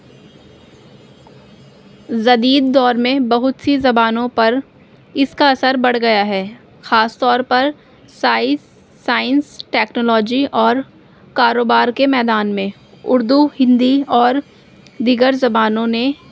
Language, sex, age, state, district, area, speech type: Urdu, female, 18-30, Delhi, North East Delhi, urban, spontaneous